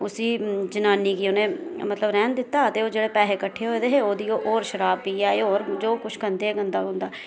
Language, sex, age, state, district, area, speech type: Dogri, female, 30-45, Jammu and Kashmir, Reasi, rural, spontaneous